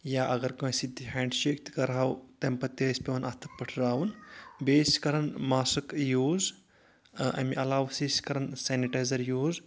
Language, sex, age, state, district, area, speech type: Kashmiri, male, 18-30, Jammu and Kashmir, Anantnag, rural, spontaneous